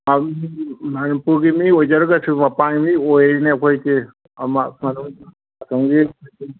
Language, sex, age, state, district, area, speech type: Manipuri, male, 60+, Manipur, Kangpokpi, urban, conversation